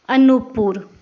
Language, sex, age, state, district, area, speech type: Hindi, female, 30-45, Madhya Pradesh, Indore, urban, spontaneous